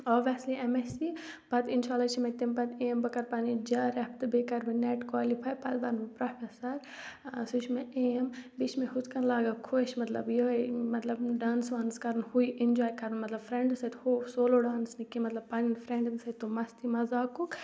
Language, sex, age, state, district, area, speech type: Kashmiri, female, 18-30, Jammu and Kashmir, Kupwara, rural, spontaneous